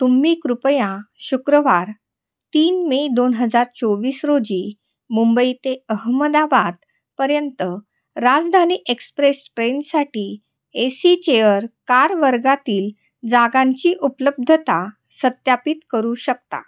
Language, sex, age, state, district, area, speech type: Marathi, female, 30-45, Maharashtra, Nashik, urban, read